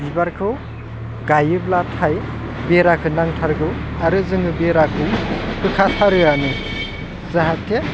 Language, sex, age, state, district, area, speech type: Bodo, male, 30-45, Assam, Baksa, urban, spontaneous